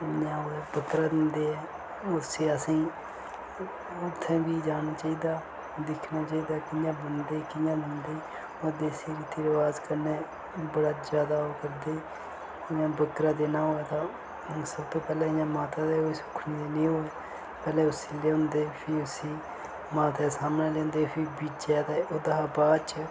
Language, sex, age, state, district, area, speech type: Dogri, male, 18-30, Jammu and Kashmir, Reasi, rural, spontaneous